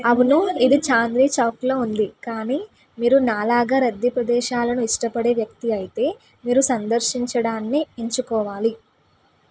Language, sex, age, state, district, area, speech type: Telugu, female, 18-30, Telangana, Suryapet, urban, read